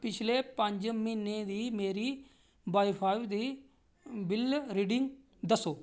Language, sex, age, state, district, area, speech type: Dogri, male, 30-45, Jammu and Kashmir, Reasi, rural, read